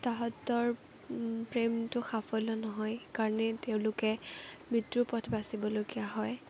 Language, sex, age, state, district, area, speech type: Assamese, female, 18-30, Assam, Kamrup Metropolitan, rural, spontaneous